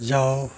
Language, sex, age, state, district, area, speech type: Hindi, male, 60+, Uttar Pradesh, Mau, rural, read